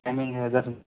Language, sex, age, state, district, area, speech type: Hindi, male, 45-60, Uttar Pradesh, Ayodhya, rural, conversation